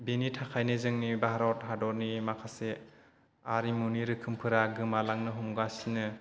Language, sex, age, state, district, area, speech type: Bodo, male, 30-45, Assam, Chirang, urban, spontaneous